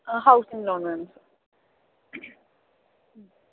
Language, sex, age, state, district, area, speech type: Malayalam, female, 18-30, Kerala, Thrissur, rural, conversation